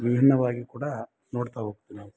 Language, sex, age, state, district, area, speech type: Kannada, male, 30-45, Karnataka, Bellary, rural, spontaneous